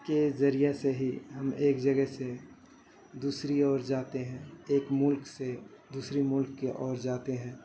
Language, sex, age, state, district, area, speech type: Urdu, male, 18-30, Bihar, Saharsa, rural, spontaneous